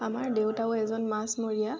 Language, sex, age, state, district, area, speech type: Assamese, female, 18-30, Assam, Tinsukia, urban, spontaneous